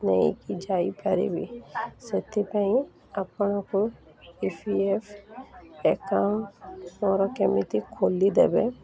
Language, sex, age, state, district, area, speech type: Odia, female, 45-60, Odisha, Sundergarh, urban, spontaneous